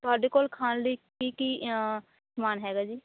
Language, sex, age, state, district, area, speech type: Punjabi, female, 18-30, Punjab, Bathinda, rural, conversation